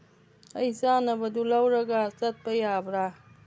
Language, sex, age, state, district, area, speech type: Manipuri, female, 60+, Manipur, Churachandpur, urban, read